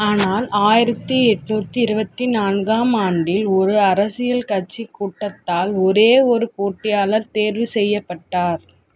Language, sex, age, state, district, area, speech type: Tamil, female, 18-30, Tamil Nadu, Tiruvallur, urban, read